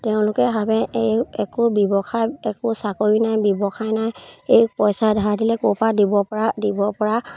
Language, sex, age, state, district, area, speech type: Assamese, female, 30-45, Assam, Charaideo, rural, spontaneous